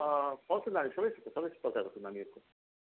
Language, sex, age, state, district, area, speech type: Nepali, female, 60+, West Bengal, Jalpaiguri, rural, conversation